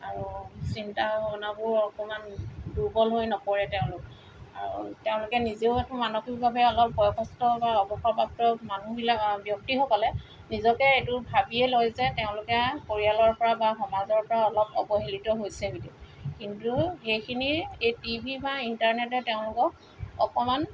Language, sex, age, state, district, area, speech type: Assamese, female, 45-60, Assam, Tinsukia, rural, spontaneous